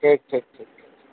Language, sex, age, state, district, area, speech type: Odia, male, 45-60, Odisha, Sundergarh, rural, conversation